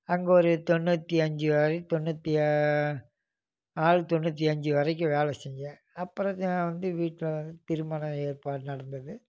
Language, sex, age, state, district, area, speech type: Tamil, male, 45-60, Tamil Nadu, Namakkal, rural, spontaneous